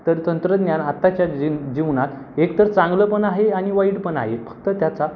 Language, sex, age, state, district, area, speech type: Marathi, male, 18-30, Maharashtra, Pune, urban, spontaneous